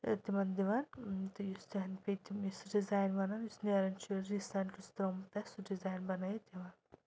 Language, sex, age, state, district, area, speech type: Kashmiri, female, 30-45, Jammu and Kashmir, Anantnag, rural, spontaneous